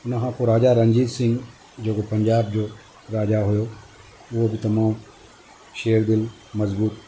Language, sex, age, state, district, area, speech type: Sindhi, male, 60+, Maharashtra, Thane, urban, spontaneous